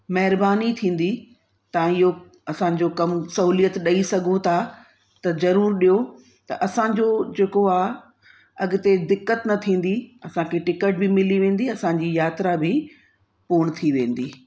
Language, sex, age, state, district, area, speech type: Sindhi, female, 45-60, Uttar Pradesh, Lucknow, urban, spontaneous